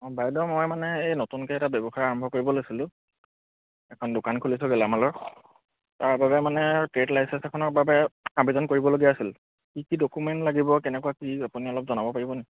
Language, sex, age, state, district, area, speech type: Assamese, male, 18-30, Assam, Majuli, urban, conversation